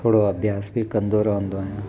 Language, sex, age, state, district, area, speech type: Sindhi, male, 30-45, Gujarat, Kutch, urban, spontaneous